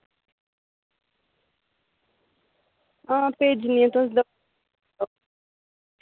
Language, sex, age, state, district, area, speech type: Dogri, female, 18-30, Jammu and Kashmir, Samba, rural, conversation